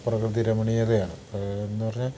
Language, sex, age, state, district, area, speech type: Malayalam, male, 45-60, Kerala, Idukki, rural, spontaneous